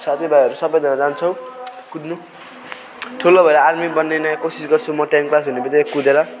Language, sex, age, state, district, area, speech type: Nepali, male, 18-30, West Bengal, Alipurduar, rural, spontaneous